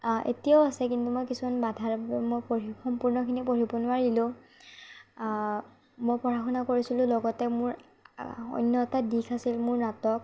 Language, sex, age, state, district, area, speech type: Assamese, female, 30-45, Assam, Morigaon, rural, spontaneous